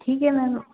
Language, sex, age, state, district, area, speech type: Hindi, female, 18-30, Madhya Pradesh, Gwalior, rural, conversation